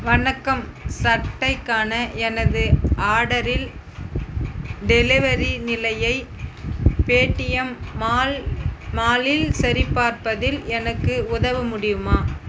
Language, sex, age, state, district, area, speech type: Tamil, female, 60+, Tamil Nadu, Viluppuram, rural, read